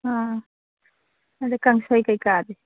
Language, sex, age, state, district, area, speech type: Manipuri, female, 45-60, Manipur, Churachandpur, urban, conversation